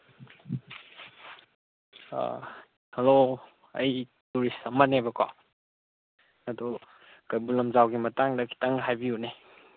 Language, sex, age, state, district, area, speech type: Manipuri, male, 18-30, Manipur, Senapati, rural, conversation